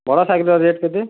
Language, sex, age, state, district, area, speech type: Odia, male, 30-45, Odisha, Bargarh, urban, conversation